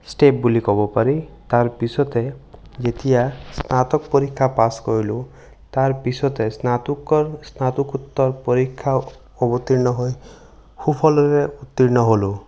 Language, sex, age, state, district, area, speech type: Assamese, male, 18-30, Assam, Sonitpur, rural, spontaneous